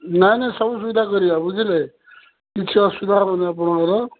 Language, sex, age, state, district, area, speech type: Odia, male, 60+, Odisha, Gajapati, rural, conversation